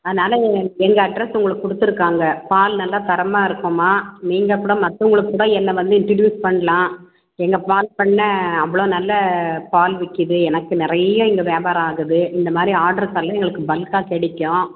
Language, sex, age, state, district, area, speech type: Tamil, female, 45-60, Tamil Nadu, Tiruppur, urban, conversation